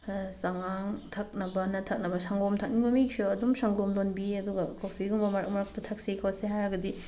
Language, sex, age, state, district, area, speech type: Manipuri, female, 30-45, Manipur, Tengnoupal, rural, spontaneous